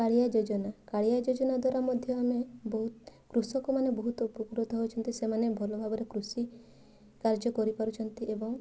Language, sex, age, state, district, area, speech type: Odia, female, 18-30, Odisha, Mayurbhanj, rural, spontaneous